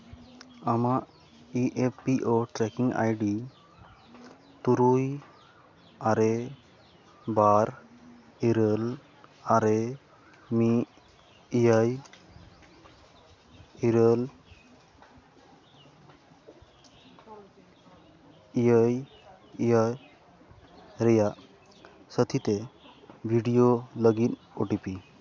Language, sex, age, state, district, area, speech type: Santali, male, 18-30, West Bengal, Malda, rural, read